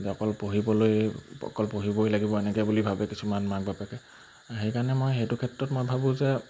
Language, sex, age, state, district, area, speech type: Assamese, male, 18-30, Assam, Majuli, urban, spontaneous